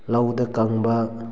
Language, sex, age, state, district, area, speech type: Manipuri, male, 18-30, Manipur, Kakching, rural, spontaneous